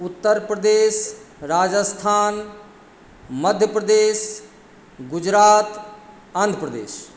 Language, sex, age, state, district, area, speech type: Maithili, female, 60+, Bihar, Madhubani, urban, spontaneous